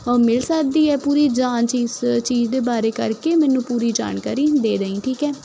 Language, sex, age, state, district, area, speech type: Punjabi, female, 18-30, Punjab, Kapurthala, urban, spontaneous